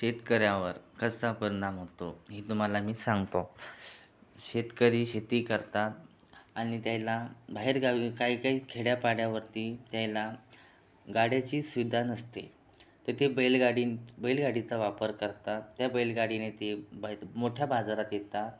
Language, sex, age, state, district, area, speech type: Marathi, other, 18-30, Maharashtra, Buldhana, urban, spontaneous